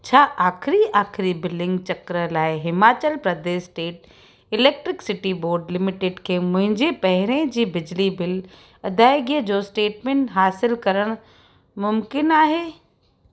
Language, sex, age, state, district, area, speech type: Sindhi, female, 45-60, Gujarat, Kutch, rural, read